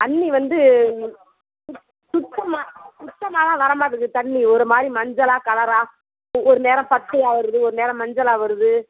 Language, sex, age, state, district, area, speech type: Tamil, female, 60+, Tamil Nadu, Ariyalur, rural, conversation